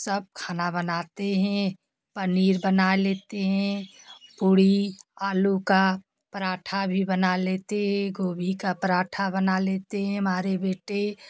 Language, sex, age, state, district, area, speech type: Hindi, female, 30-45, Uttar Pradesh, Jaunpur, rural, spontaneous